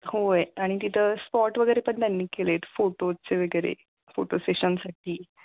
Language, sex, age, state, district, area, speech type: Marathi, female, 30-45, Maharashtra, Kolhapur, rural, conversation